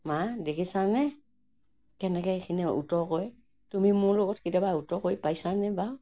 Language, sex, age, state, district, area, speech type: Assamese, female, 60+, Assam, Morigaon, rural, spontaneous